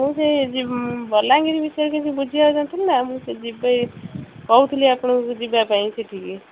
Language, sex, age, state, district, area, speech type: Odia, female, 30-45, Odisha, Kendrapara, urban, conversation